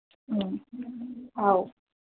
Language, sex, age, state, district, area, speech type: Manipuri, female, 18-30, Manipur, Senapati, urban, conversation